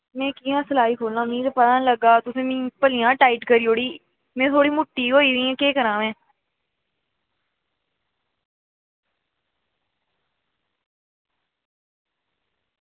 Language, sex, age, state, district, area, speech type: Dogri, female, 60+, Jammu and Kashmir, Reasi, rural, conversation